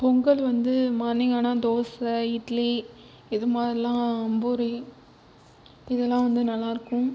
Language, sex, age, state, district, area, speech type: Tamil, female, 18-30, Tamil Nadu, Tiruchirappalli, rural, spontaneous